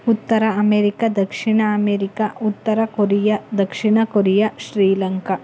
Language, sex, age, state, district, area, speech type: Kannada, female, 18-30, Karnataka, Chamarajanagar, rural, spontaneous